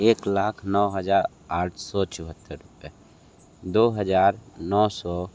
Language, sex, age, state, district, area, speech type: Hindi, male, 45-60, Uttar Pradesh, Sonbhadra, rural, spontaneous